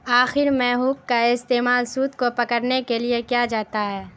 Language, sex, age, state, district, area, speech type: Urdu, female, 18-30, Bihar, Saharsa, rural, read